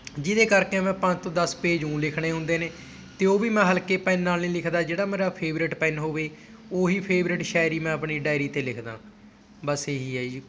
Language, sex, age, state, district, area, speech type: Punjabi, male, 18-30, Punjab, Patiala, rural, spontaneous